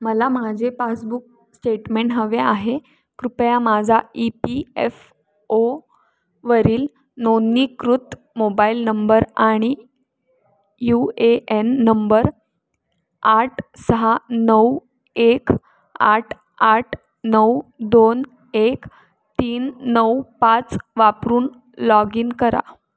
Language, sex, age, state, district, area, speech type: Marathi, female, 18-30, Maharashtra, Pune, urban, read